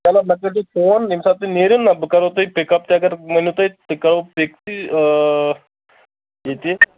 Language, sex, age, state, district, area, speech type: Kashmiri, male, 18-30, Jammu and Kashmir, Anantnag, rural, conversation